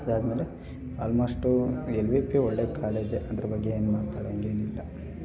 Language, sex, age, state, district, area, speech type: Kannada, male, 18-30, Karnataka, Hassan, rural, spontaneous